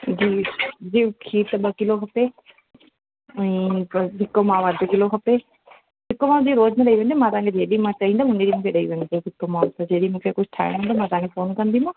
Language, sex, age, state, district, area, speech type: Sindhi, female, 30-45, Rajasthan, Ajmer, urban, conversation